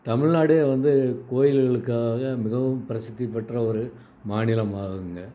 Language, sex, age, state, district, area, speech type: Tamil, male, 60+, Tamil Nadu, Salem, rural, spontaneous